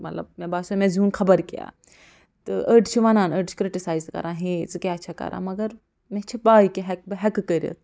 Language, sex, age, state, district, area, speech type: Kashmiri, female, 45-60, Jammu and Kashmir, Budgam, rural, spontaneous